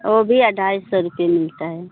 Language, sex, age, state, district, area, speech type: Hindi, female, 45-60, Uttar Pradesh, Mau, rural, conversation